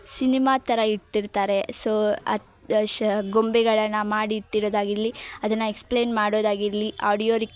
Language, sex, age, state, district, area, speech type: Kannada, female, 18-30, Karnataka, Dharwad, urban, spontaneous